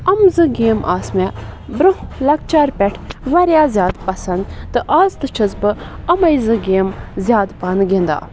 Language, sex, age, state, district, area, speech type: Kashmiri, female, 18-30, Jammu and Kashmir, Anantnag, rural, spontaneous